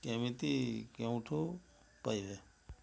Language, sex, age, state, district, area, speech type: Odia, male, 60+, Odisha, Mayurbhanj, rural, read